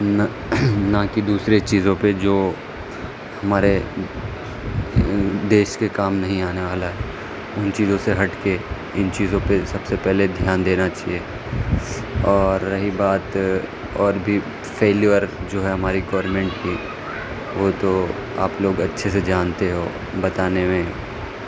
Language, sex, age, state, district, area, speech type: Urdu, male, 30-45, Bihar, Supaul, rural, spontaneous